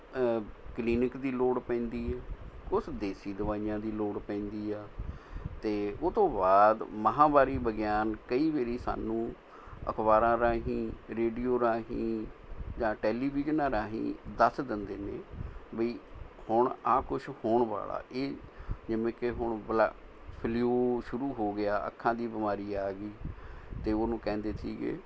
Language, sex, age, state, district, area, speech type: Punjabi, male, 60+, Punjab, Mohali, urban, spontaneous